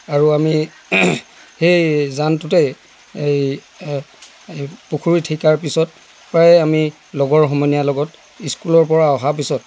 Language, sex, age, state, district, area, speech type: Assamese, male, 60+, Assam, Dibrugarh, rural, spontaneous